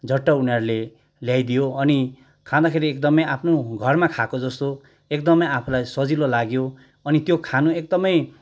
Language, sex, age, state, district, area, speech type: Nepali, male, 30-45, West Bengal, Kalimpong, rural, spontaneous